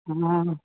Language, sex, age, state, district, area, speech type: Maithili, male, 60+, Bihar, Purnia, rural, conversation